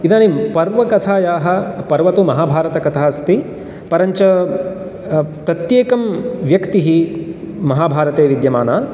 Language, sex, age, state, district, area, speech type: Sanskrit, male, 30-45, Karnataka, Uttara Kannada, rural, spontaneous